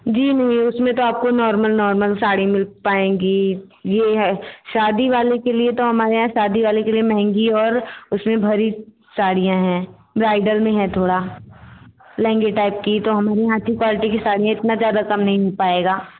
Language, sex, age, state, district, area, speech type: Hindi, female, 18-30, Uttar Pradesh, Bhadohi, rural, conversation